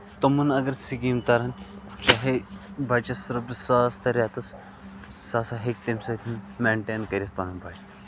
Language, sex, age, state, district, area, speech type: Kashmiri, male, 18-30, Jammu and Kashmir, Bandipora, rural, spontaneous